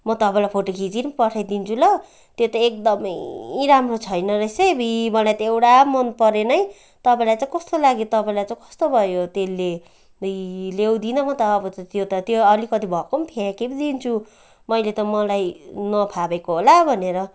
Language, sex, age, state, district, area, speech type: Nepali, female, 30-45, West Bengal, Kalimpong, rural, spontaneous